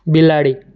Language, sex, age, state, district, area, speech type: Gujarati, male, 18-30, Gujarat, Surat, rural, read